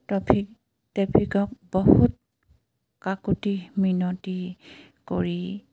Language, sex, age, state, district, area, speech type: Assamese, female, 45-60, Assam, Dibrugarh, rural, spontaneous